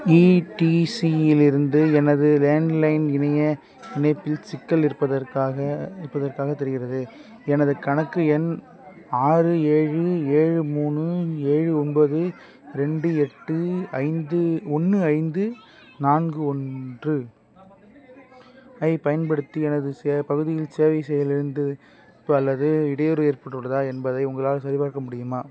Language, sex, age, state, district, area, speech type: Tamil, male, 18-30, Tamil Nadu, Tiruppur, rural, read